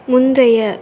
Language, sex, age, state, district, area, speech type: Tamil, female, 18-30, Tamil Nadu, Tirunelveli, rural, read